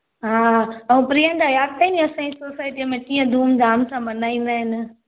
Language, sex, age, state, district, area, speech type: Sindhi, female, 18-30, Gujarat, Junagadh, urban, conversation